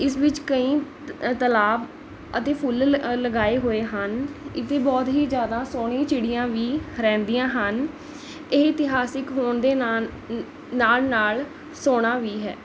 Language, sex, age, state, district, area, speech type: Punjabi, female, 18-30, Punjab, Mohali, rural, spontaneous